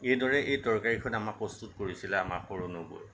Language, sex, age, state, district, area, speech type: Assamese, male, 45-60, Assam, Nagaon, rural, spontaneous